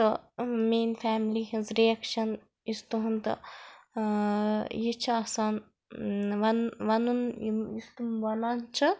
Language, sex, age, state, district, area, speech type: Kashmiri, female, 30-45, Jammu and Kashmir, Baramulla, urban, spontaneous